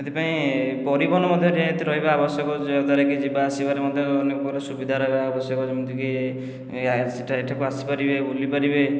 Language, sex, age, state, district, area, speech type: Odia, male, 18-30, Odisha, Khordha, rural, spontaneous